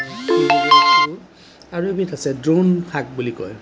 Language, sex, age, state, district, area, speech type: Assamese, male, 45-60, Assam, Darrang, rural, spontaneous